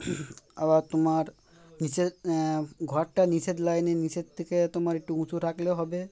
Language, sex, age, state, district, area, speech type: Bengali, male, 18-30, West Bengal, Uttar Dinajpur, urban, spontaneous